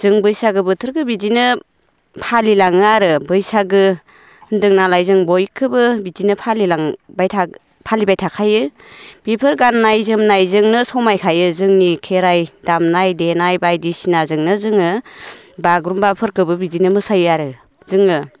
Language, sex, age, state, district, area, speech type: Bodo, female, 30-45, Assam, Baksa, rural, spontaneous